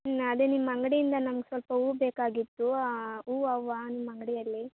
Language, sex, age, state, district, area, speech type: Kannada, female, 18-30, Karnataka, Chikkaballapur, rural, conversation